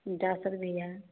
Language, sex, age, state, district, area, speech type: Hindi, female, 30-45, Bihar, Samastipur, rural, conversation